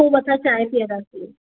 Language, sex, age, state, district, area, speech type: Sindhi, female, 45-60, Maharashtra, Mumbai Suburban, urban, conversation